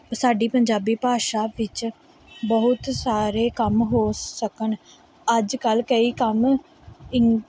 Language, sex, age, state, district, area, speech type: Punjabi, female, 18-30, Punjab, Pathankot, urban, spontaneous